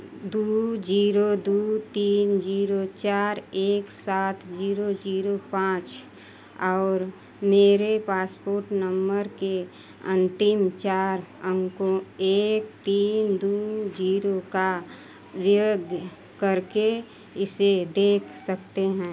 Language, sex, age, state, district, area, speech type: Hindi, female, 30-45, Uttar Pradesh, Mau, rural, read